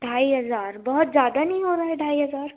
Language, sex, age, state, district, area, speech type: Hindi, female, 18-30, Madhya Pradesh, Betul, urban, conversation